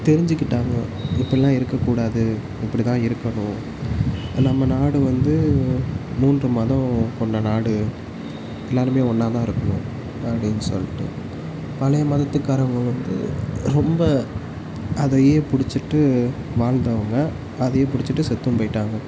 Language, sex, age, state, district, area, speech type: Tamil, male, 18-30, Tamil Nadu, Tiruchirappalli, rural, spontaneous